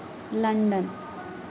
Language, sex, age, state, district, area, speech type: Telugu, female, 18-30, Andhra Pradesh, Kakinada, rural, spontaneous